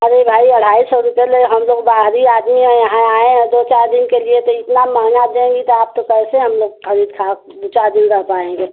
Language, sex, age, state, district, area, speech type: Hindi, female, 60+, Uttar Pradesh, Mau, urban, conversation